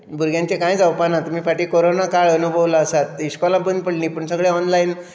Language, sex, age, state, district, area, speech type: Goan Konkani, male, 60+, Goa, Bardez, urban, spontaneous